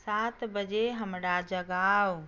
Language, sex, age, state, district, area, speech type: Maithili, female, 60+, Bihar, Madhubani, rural, read